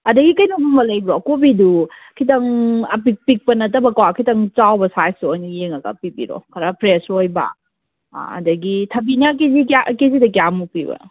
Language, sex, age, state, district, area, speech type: Manipuri, female, 30-45, Manipur, Kakching, rural, conversation